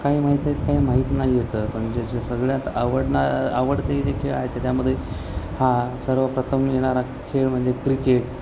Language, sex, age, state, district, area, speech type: Marathi, male, 30-45, Maharashtra, Nanded, urban, spontaneous